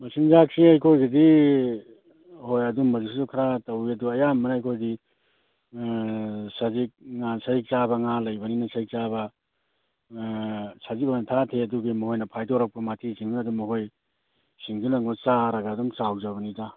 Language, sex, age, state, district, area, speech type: Manipuri, male, 60+, Manipur, Kakching, rural, conversation